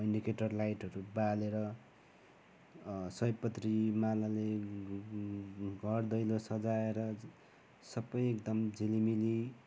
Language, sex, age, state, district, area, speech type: Nepali, male, 30-45, West Bengal, Kalimpong, rural, spontaneous